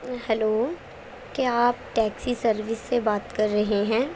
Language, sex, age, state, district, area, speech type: Urdu, female, 18-30, Uttar Pradesh, Gautam Buddha Nagar, urban, spontaneous